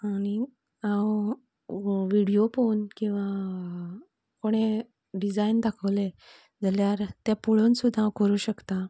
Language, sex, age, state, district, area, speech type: Goan Konkani, female, 30-45, Goa, Canacona, rural, spontaneous